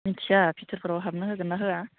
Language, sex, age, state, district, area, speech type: Bodo, female, 30-45, Assam, Baksa, rural, conversation